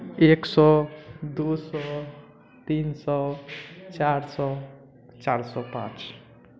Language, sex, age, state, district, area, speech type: Maithili, male, 30-45, Bihar, Sitamarhi, rural, spontaneous